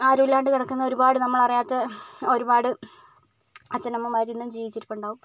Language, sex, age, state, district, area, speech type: Malayalam, female, 30-45, Kerala, Kozhikode, urban, spontaneous